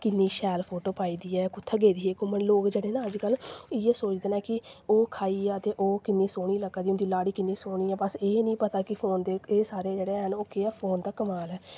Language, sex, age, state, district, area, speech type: Dogri, female, 18-30, Jammu and Kashmir, Samba, rural, spontaneous